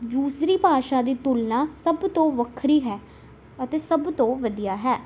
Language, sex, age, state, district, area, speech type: Punjabi, female, 18-30, Punjab, Tarn Taran, urban, spontaneous